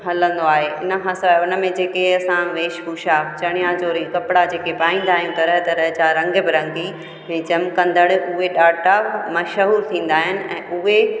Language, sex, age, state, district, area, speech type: Sindhi, female, 45-60, Gujarat, Junagadh, rural, spontaneous